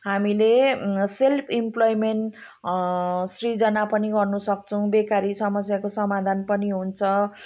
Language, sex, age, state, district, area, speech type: Nepali, female, 45-60, West Bengal, Jalpaiguri, urban, spontaneous